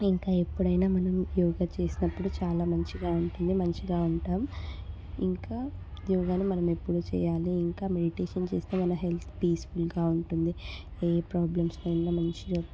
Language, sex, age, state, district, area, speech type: Telugu, female, 18-30, Telangana, Hyderabad, urban, spontaneous